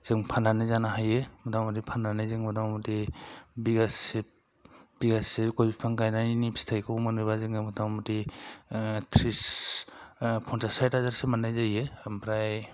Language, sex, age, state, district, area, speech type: Bodo, male, 30-45, Assam, Kokrajhar, rural, spontaneous